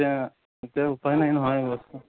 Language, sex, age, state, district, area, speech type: Assamese, male, 18-30, Assam, Darrang, rural, conversation